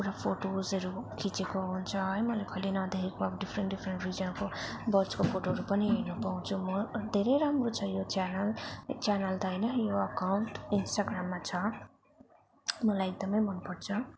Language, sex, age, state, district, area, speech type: Nepali, female, 18-30, West Bengal, Darjeeling, rural, spontaneous